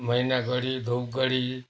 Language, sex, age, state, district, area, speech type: Nepali, male, 60+, West Bengal, Kalimpong, rural, spontaneous